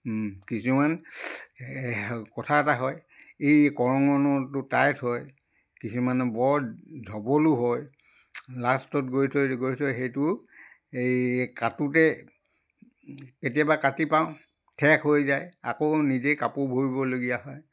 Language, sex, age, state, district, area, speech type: Assamese, male, 60+, Assam, Charaideo, rural, spontaneous